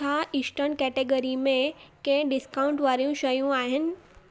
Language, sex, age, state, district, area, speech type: Sindhi, female, 18-30, Gujarat, Surat, urban, read